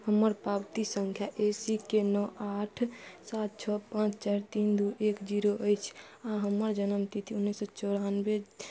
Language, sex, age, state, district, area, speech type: Maithili, female, 30-45, Bihar, Madhubani, rural, read